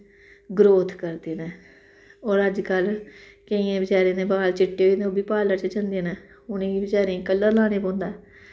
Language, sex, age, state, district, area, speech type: Dogri, female, 30-45, Jammu and Kashmir, Samba, rural, spontaneous